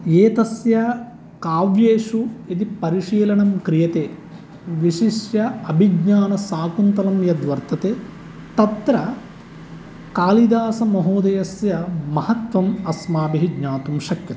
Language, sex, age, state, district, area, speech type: Sanskrit, male, 30-45, Andhra Pradesh, East Godavari, rural, spontaneous